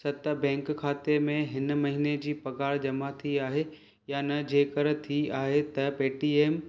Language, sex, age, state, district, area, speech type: Sindhi, male, 30-45, Maharashtra, Thane, urban, read